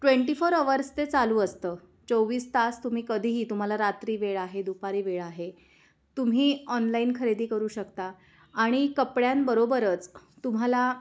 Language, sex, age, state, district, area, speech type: Marathi, female, 30-45, Maharashtra, Kolhapur, urban, spontaneous